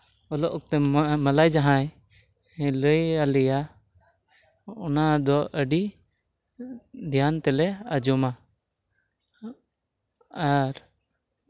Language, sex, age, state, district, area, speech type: Santali, male, 18-30, Jharkhand, East Singhbhum, rural, spontaneous